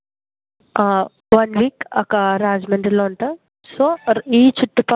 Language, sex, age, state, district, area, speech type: Telugu, female, 30-45, Andhra Pradesh, Kakinada, rural, conversation